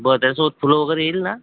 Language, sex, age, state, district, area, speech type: Marathi, male, 45-60, Maharashtra, Amravati, rural, conversation